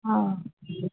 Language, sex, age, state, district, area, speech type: Assamese, female, 60+, Assam, Nalbari, rural, conversation